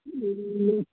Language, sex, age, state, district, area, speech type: Urdu, male, 18-30, Delhi, Central Delhi, rural, conversation